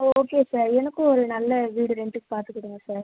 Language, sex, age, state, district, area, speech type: Tamil, female, 30-45, Tamil Nadu, Viluppuram, rural, conversation